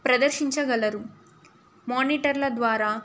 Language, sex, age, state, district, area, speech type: Telugu, female, 18-30, Telangana, Ranga Reddy, urban, spontaneous